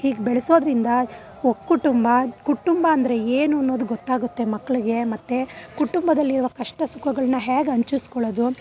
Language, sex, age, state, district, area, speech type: Kannada, female, 30-45, Karnataka, Bangalore Urban, urban, spontaneous